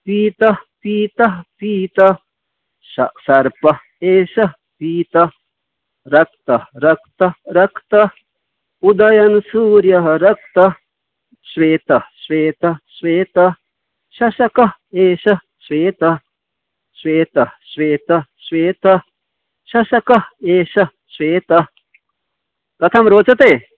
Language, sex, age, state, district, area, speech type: Sanskrit, male, 60+, Odisha, Balasore, urban, conversation